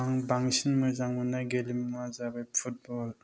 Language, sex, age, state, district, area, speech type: Bodo, male, 18-30, Assam, Kokrajhar, rural, spontaneous